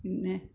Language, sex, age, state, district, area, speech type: Malayalam, female, 60+, Kerala, Malappuram, rural, spontaneous